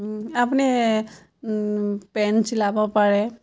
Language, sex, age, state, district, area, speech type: Assamese, female, 30-45, Assam, Majuli, urban, spontaneous